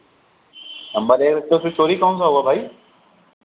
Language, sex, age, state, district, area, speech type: Hindi, male, 30-45, Uttar Pradesh, Hardoi, rural, conversation